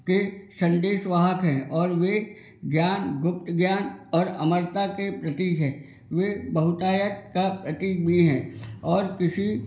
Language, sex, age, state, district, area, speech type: Hindi, male, 60+, Madhya Pradesh, Gwalior, rural, spontaneous